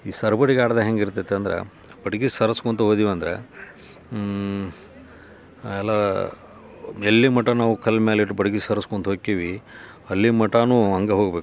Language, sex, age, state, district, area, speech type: Kannada, male, 45-60, Karnataka, Dharwad, rural, spontaneous